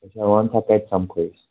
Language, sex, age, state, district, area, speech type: Kashmiri, male, 18-30, Jammu and Kashmir, Bandipora, rural, conversation